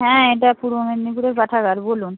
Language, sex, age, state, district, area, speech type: Bengali, female, 30-45, West Bengal, Purba Medinipur, rural, conversation